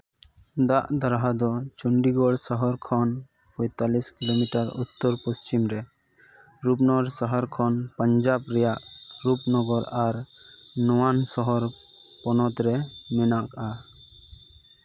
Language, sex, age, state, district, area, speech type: Santali, male, 18-30, West Bengal, Purba Bardhaman, rural, read